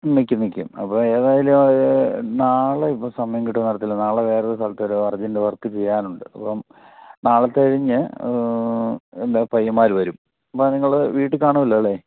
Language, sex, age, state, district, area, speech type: Malayalam, male, 45-60, Kerala, Idukki, rural, conversation